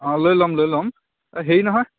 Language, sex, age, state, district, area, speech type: Assamese, male, 18-30, Assam, Nagaon, rural, conversation